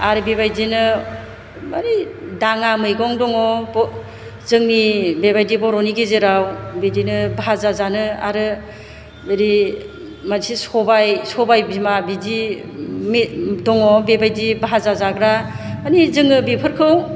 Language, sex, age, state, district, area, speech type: Bodo, female, 45-60, Assam, Chirang, rural, spontaneous